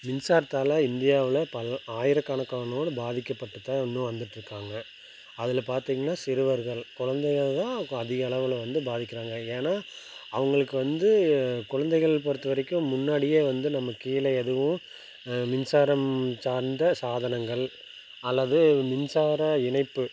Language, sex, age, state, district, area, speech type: Tamil, male, 30-45, Tamil Nadu, Tiruppur, rural, spontaneous